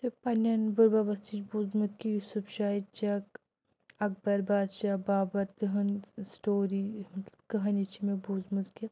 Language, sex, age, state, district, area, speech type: Kashmiri, female, 30-45, Jammu and Kashmir, Anantnag, rural, spontaneous